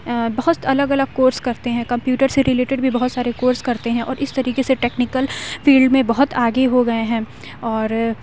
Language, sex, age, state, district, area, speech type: Urdu, female, 18-30, Uttar Pradesh, Aligarh, urban, spontaneous